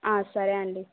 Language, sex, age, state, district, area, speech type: Telugu, female, 18-30, Andhra Pradesh, Kadapa, rural, conversation